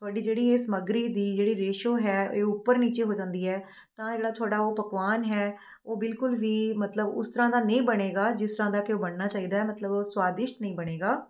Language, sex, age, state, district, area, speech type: Punjabi, female, 30-45, Punjab, Rupnagar, urban, spontaneous